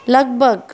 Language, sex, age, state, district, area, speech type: Sindhi, female, 45-60, Maharashtra, Mumbai Suburban, urban, spontaneous